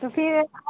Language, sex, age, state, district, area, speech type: Urdu, female, 18-30, Bihar, Saharsa, rural, conversation